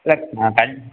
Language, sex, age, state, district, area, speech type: Tamil, male, 18-30, Tamil Nadu, Erode, urban, conversation